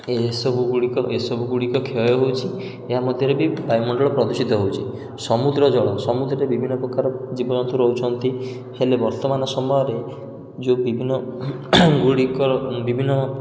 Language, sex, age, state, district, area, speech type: Odia, male, 18-30, Odisha, Puri, urban, spontaneous